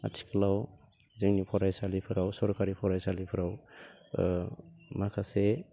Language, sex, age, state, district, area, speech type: Bodo, male, 45-60, Assam, Baksa, urban, spontaneous